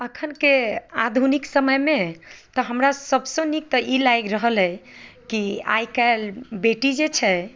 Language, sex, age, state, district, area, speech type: Maithili, female, 45-60, Bihar, Madhubani, rural, spontaneous